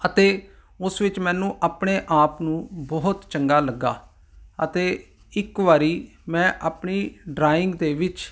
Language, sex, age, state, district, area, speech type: Punjabi, male, 45-60, Punjab, Ludhiana, urban, spontaneous